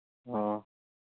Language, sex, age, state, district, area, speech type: Manipuri, male, 30-45, Manipur, Churachandpur, rural, conversation